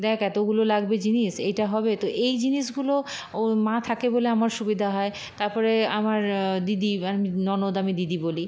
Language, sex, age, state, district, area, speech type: Bengali, female, 30-45, West Bengal, Paschim Bardhaman, rural, spontaneous